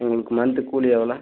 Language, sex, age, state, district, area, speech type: Tamil, male, 18-30, Tamil Nadu, Dharmapuri, rural, conversation